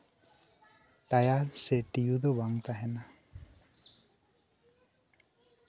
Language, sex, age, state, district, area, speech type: Santali, male, 18-30, West Bengal, Bankura, rural, spontaneous